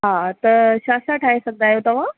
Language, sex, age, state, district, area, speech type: Sindhi, female, 30-45, Delhi, South Delhi, urban, conversation